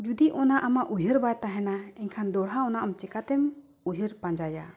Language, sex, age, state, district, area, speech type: Santali, female, 45-60, Jharkhand, Bokaro, rural, spontaneous